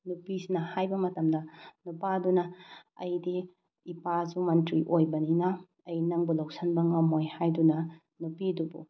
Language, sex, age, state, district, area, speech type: Manipuri, female, 30-45, Manipur, Bishnupur, rural, spontaneous